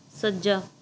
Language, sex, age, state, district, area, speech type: Punjabi, male, 45-60, Punjab, Pathankot, rural, read